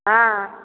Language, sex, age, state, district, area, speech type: Hindi, female, 60+, Bihar, Begusarai, rural, conversation